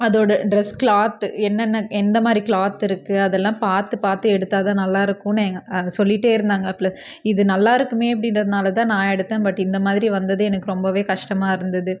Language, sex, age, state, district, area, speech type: Tamil, female, 18-30, Tamil Nadu, Krishnagiri, rural, spontaneous